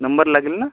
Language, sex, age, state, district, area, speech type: Marathi, male, 18-30, Maharashtra, Washim, rural, conversation